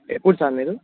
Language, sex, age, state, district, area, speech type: Telugu, male, 18-30, Telangana, Bhadradri Kothagudem, urban, conversation